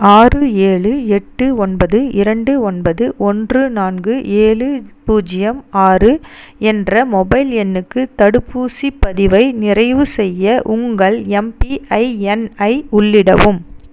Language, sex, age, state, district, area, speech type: Tamil, female, 30-45, Tamil Nadu, Dharmapuri, rural, read